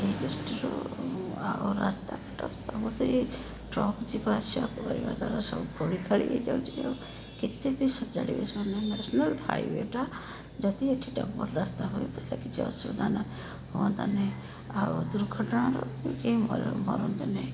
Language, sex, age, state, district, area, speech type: Odia, female, 30-45, Odisha, Rayagada, rural, spontaneous